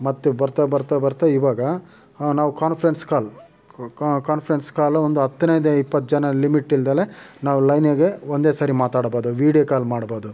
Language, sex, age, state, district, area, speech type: Kannada, male, 18-30, Karnataka, Chitradurga, rural, spontaneous